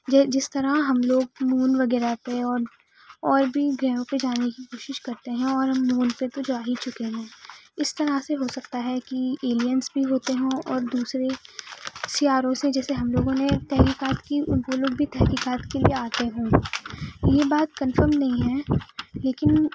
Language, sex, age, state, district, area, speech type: Urdu, female, 18-30, Delhi, East Delhi, rural, spontaneous